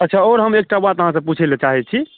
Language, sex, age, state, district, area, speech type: Maithili, male, 18-30, Bihar, Supaul, urban, conversation